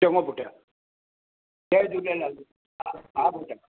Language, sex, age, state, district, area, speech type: Sindhi, male, 60+, Maharashtra, Mumbai Suburban, urban, conversation